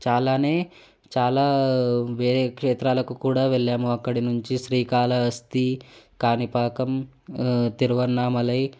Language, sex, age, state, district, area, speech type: Telugu, male, 18-30, Telangana, Hyderabad, urban, spontaneous